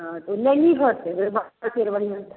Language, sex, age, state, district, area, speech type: Maithili, female, 30-45, Bihar, Samastipur, rural, conversation